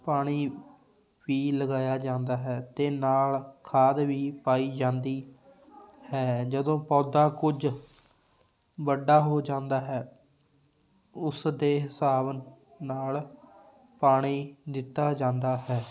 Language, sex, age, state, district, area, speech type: Punjabi, male, 18-30, Punjab, Fatehgarh Sahib, rural, spontaneous